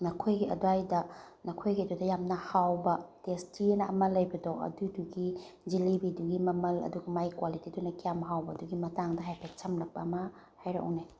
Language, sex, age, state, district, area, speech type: Manipuri, female, 30-45, Manipur, Bishnupur, rural, spontaneous